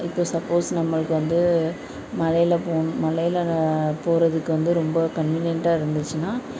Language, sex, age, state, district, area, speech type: Tamil, female, 18-30, Tamil Nadu, Madurai, rural, spontaneous